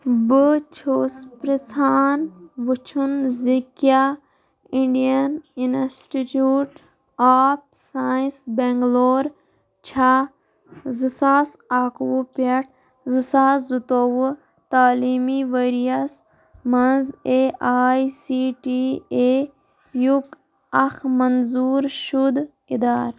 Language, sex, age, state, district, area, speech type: Kashmiri, female, 18-30, Jammu and Kashmir, Kulgam, rural, read